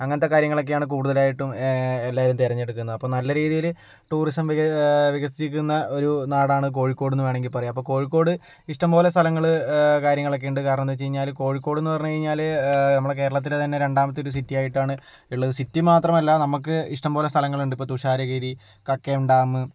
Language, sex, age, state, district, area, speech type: Malayalam, male, 30-45, Kerala, Kozhikode, urban, spontaneous